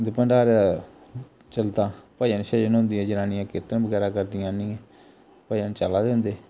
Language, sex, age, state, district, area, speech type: Dogri, male, 30-45, Jammu and Kashmir, Jammu, rural, spontaneous